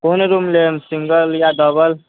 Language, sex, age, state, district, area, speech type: Maithili, male, 30-45, Bihar, Sitamarhi, urban, conversation